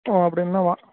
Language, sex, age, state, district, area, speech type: Tamil, male, 30-45, Tamil Nadu, Salem, urban, conversation